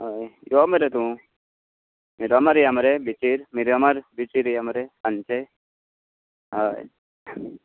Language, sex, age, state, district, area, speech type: Goan Konkani, male, 45-60, Goa, Tiswadi, rural, conversation